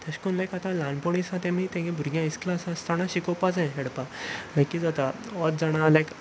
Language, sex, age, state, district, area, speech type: Goan Konkani, male, 18-30, Goa, Salcete, rural, spontaneous